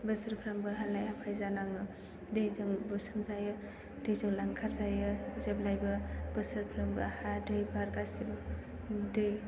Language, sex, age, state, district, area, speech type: Bodo, female, 18-30, Assam, Chirang, rural, spontaneous